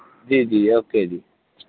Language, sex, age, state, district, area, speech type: Dogri, male, 30-45, Jammu and Kashmir, Reasi, urban, conversation